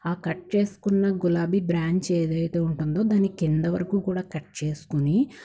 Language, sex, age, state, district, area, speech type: Telugu, female, 30-45, Andhra Pradesh, Palnadu, urban, spontaneous